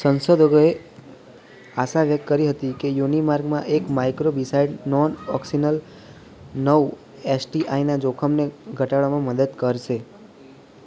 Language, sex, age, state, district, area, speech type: Gujarati, male, 18-30, Gujarat, Ahmedabad, urban, read